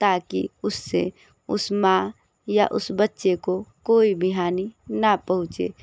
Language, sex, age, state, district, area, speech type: Hindi, female, 18-30, Uttar Pradesh, Sonbhadra, rural, spontaneous